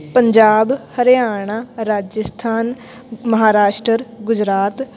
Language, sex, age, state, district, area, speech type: Punjabi, female, 18-30, Punjab, Fatehgarh Sahib, rural, spontaneous